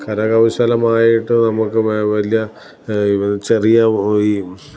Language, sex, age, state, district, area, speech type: Malayalam, male, 45-60, Kerala, Alappuzha, rural, spontaneous